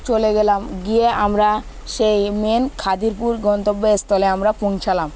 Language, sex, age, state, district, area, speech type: Bengali, male, 18-30, West Bengal, Dakshin Dinajpur, urban, spontaneous